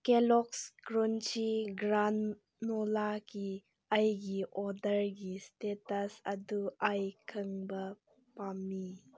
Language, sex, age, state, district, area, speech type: Manipuri, female, 18-30, Manipur, Senapati, urban, read